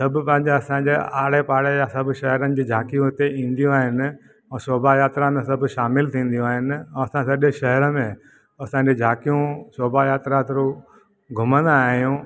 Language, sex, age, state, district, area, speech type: Sindhi, male, 45-60, Gujarat, Junagadh, urban, spontaneous